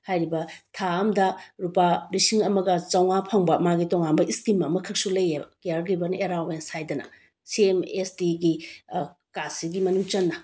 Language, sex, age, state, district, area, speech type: Manipuri, female, 30-45, Manipur, Bishnupur, rural, spontaneous